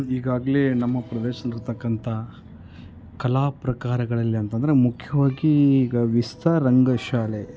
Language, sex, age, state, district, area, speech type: Kannada, male, 30-45, Karnataka, Koppal, rural, spontaneous